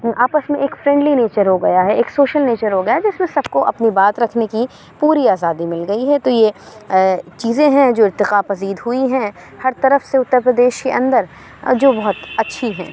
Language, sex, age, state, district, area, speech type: Urdu, female, 30-45, Uttar Pradesh, Aligarh, urban, spontaneous